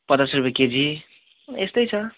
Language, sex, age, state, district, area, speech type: Nepali, male, 18-30, West Bengal, Kalimpong, rural, conversation